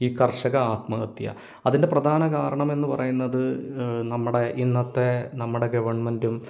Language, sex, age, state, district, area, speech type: Malayalam, male, 30-45, Kerala, Kottayam, rural, spontaneous